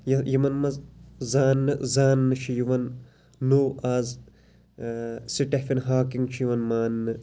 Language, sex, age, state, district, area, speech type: Kashmiri, male, 30-45, Jammu and Kashmir, Shopian, urban, spontaneous